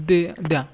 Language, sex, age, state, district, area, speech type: Marathi, male, 18-30, Maharashtra, Washim, urban, spontaneous